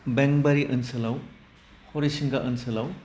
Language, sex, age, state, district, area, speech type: Bodo, male, 45-60, Assam, Udalguri, urban, spontaneous